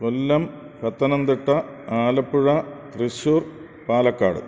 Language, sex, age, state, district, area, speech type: Malayalam, male, 60+, Kerala, Thiruvananthapuram, urban, spontaneous